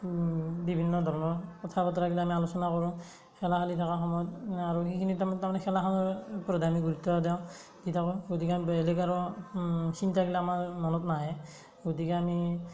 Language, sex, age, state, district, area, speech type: Assamese, male, 18-30, Assam, Darrang, rural, spontaneous